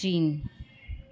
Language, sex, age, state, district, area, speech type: Sindhi, female, 18-30, Gujarat, Surat, urban, spontaneous